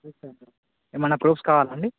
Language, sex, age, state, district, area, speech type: Telugu, male, 18-30, Telangana, Bhadradri Kothagudem, urban, conversation